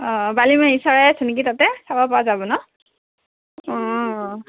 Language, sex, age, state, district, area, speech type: Assamese, female, 30-45, Assam, Darrang, rural, conversation